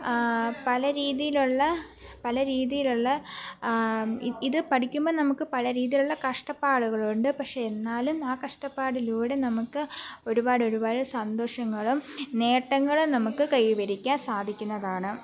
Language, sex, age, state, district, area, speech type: Malayalam, female, 18-30, Kerala, Pathanamthitta, rural, spontaneous